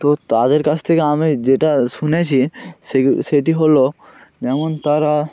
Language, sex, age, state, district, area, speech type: Bengali, male, 18-30, West Bengal, North 24 Parganas, rural, spontaneous